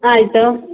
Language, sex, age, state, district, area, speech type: Kannada, female, 30-45, Karnataka, Shimoga, rural, conversation